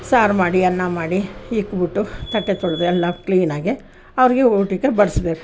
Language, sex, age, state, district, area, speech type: Kannada, female, 60+, Karnataka, Mysore, rural, spontaneous